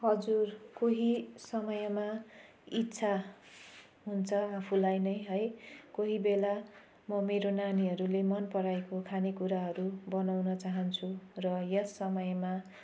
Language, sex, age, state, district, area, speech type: Nepali, female, 45-60, West Bengal, Jalpaiguri, rural, spontaneous